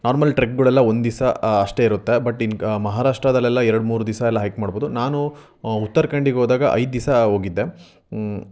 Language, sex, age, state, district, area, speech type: Kannada, male, 18-30, Karnataka, Chitradurga, rural, spontaneous